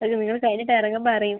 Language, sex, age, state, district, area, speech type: Malayalam, female, 60+, Kerala, Palakkad, rural, conversation